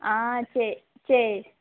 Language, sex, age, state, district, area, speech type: Tamil, female, 30-45, Tamil Nadu, Tirunelveli, urban, conversation